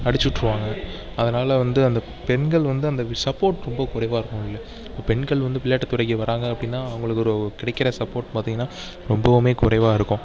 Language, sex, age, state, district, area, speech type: Tamil, male, 30-45, Tamil Nadu, Mayiladuthurai, urban, spontaneous